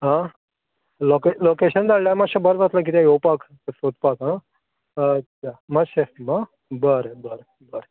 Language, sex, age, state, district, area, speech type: Goan Konkani, male, 45-60, Goa, Canacona, rural, conversation